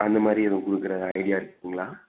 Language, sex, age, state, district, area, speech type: Tamil, male, 30-45, Tamil Nadu, Thanjavur, rural, conversation